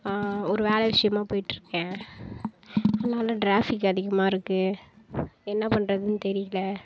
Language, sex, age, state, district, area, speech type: Tamil, female, 18-30, Tamil Nadu, Kallakurichi, rural, spontaneous